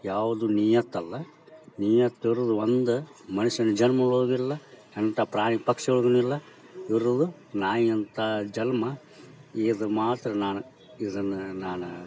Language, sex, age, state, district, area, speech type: Kannada, male, 30-45, Karnataka, Dharwad, rural, spontaneous